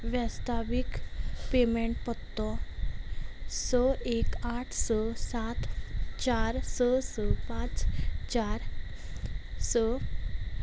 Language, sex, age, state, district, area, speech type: Goan Konkani, female, 18-30, Goa, Salcete, rural, read